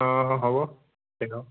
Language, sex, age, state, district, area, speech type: Assamese, male, 18-30, Assam, Charaideo, urban, conversation